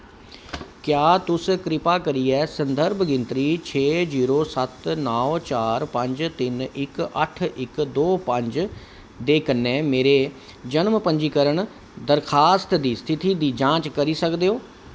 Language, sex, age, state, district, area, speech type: Dogri, male, 45-60, Jammu and Kashmir, Kathua, urban, read